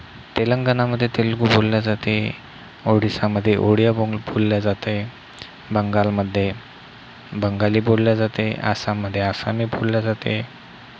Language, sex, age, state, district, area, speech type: Marathi, male, 30-45, Maharashtra, Amravati, urban, spontaneous